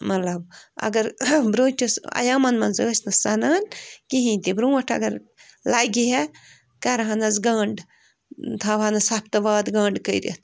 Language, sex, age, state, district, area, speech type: Kashmiri, female, 18-30, Jammu and Kashmir, Bandipora, rural, spontaneous